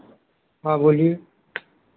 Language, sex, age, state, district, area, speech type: Hindi, male, 60+, Uttar Pradesh, Sitapur, rural, conversation